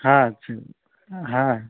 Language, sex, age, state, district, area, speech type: Urdu, male, 30-45, Telangana, Hyderabad, urban, conversation